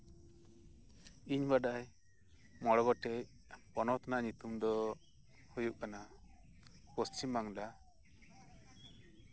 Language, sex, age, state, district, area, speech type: Santali, male, 30-45, West Bengal, Birbhum, rural, spontaneous